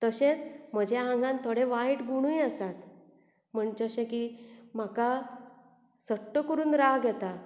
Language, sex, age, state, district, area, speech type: Goan Konkani, female, 45-60, Goa, Bardez, urban, spontaneous